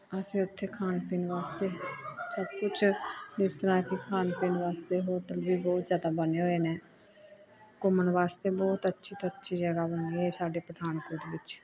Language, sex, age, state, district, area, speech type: Punjabi, female, 30-45, Punjab, Pathankot, rural, spontaneous